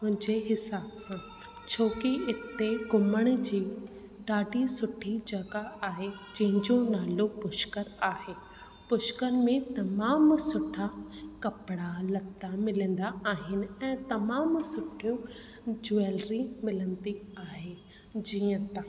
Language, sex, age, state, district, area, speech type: Sindhi, female, 18-30, Rajasthan, Ajmer, urban, spontaneous